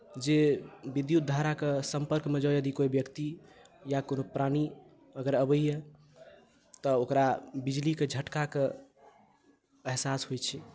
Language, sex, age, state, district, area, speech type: Maithili, other, 18-30, Bihar, Madhubani, rural, spontaneous